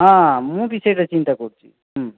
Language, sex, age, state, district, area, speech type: Odia, male, 60+, Odisha, Boudh, rural, conversation